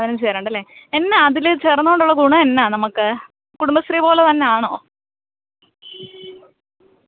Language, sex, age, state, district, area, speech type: Malayalam, female, 18-30, Kerala, Alappuzha, rural, conversation